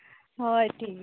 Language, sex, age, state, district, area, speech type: Santali, female, 18-30, Jharkhand, East Singhbhum, rural, conversation